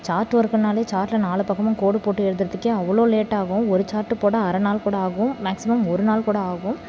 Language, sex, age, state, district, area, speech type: Tamil, female, 30-45, Tamil Nadu, Thanjavur, rural, spontaneous